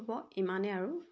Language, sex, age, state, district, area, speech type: Assamese, female, 18-30, Assam, Sivasagar, rural, spontaneous